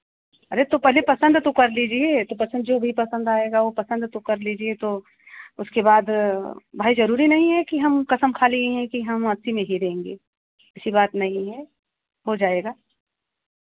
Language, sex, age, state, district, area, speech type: Hindi, female, 30-45, Uttar Pradesh, Prayagraj, rural, conversation